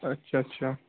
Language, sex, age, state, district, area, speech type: Urdu, male, 18-30, Uttar Pradesh, Ghaziabad, urban, conversation